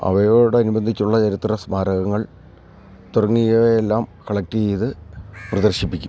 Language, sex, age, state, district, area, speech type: Malayalam, male, 60+, Kerala, Idukki, rural, spontaneous